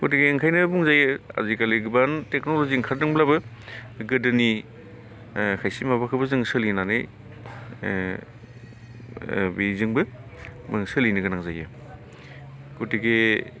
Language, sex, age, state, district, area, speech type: Bodo, male, 45-60, Assam, Baksa, urban, spontaneous